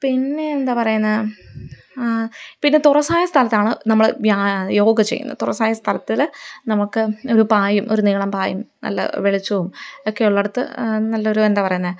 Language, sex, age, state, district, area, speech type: Malayalam, female, 30-45, Kerala, Idukki, rural, spontaneous